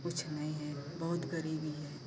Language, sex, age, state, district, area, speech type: Hindi, female, 45-60, Uttar Pradesh, Pratapgarh, rural, spontaneous